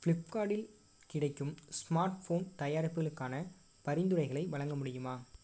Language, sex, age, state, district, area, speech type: Tamil, male, 18-30, Tamil Nadu, Perambalur, rural, read